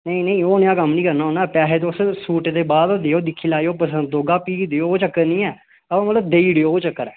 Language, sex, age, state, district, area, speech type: Dogri, male, 18-30, Jammu and Kashmir, Reasi, rural, conversation